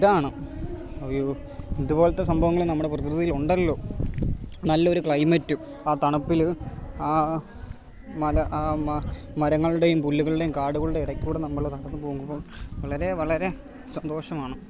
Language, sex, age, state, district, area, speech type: Malayalam, male, 30-45, Kerala, Alappuzha, rural, spontaneous